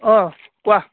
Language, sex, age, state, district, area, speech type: Assamese, male, 18-30, Assam, Sivasagar, rural, conversation